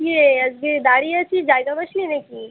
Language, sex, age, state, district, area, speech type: Bengali, female, 30-45, West Bengal, Uttar Dinajpur, urban, conversation